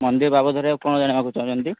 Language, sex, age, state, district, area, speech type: Odia, male, 30-45, Odisha, Sambalpur, rural, conversation